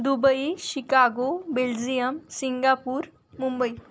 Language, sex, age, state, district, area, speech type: Marathi, female, 18-30, Maharashtra, Wardha, rural, spontaneous